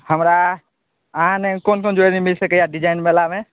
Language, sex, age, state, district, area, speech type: Maithili, male, 18-30, Bihar, Madhubani, rural, conversation